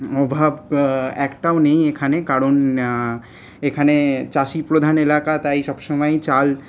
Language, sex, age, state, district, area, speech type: Bengali, male, 18-30, West Bengal, Paschim Bardhaman, urban, spontaneous